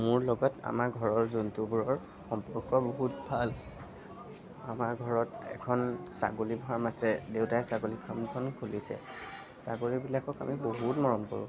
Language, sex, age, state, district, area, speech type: Assamese, male, 30-45, Assam, Darrang, rural, spontaneous